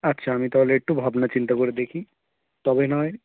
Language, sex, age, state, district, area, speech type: Bengali, male, 18-30, West Bengal, South 24 Parganas, rural, conversation